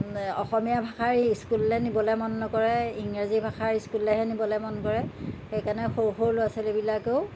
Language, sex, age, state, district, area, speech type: Assamese, female, 60+, Assam, Jorhat, urban, spontaneous